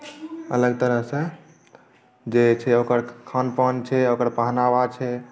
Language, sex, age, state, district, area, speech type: Maithili, male, 30-45, Bihar, Saharsa, urban, spontaneous